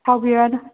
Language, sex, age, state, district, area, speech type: Manipuri, female, 30-45, Manipur, Kangpokpi, urban, conversation